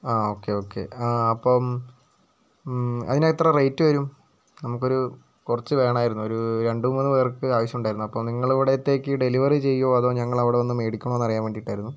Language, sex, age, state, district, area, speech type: Malayalam, male, 30-45, Kerala, Wayanad, rural, spontaneous